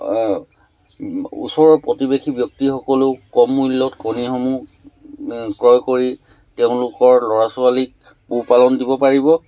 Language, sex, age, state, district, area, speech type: Assamese, male, 30-45, Assam, Majuli, urban, spontaneous